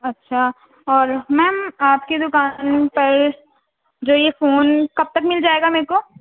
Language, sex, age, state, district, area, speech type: Urdu, female, 18-30, Uttar Pradesh, Gautam Buddha Nagar, rural, conversation